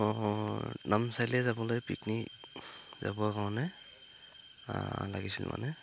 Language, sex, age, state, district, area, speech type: Assamese, male, 45-60, Assam, Tinsukia, rural, spontaneous